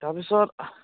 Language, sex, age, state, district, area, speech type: Assamese, male, 18-30, Assam, Charaideo, rural, conversation